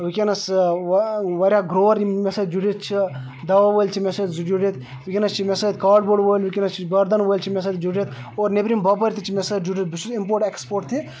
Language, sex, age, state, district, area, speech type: Kashmiri, male, 30-45, Jammu and Kashmir, Baramulla, rural, spontaneous